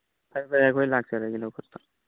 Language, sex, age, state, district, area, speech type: Manipuri, male, 18-30, Manipur, Churachandpur, rural, conversation